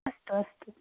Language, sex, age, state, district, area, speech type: Sanskrit, female, 18-30, Karnataka, Uttara Kannada, rural, conversation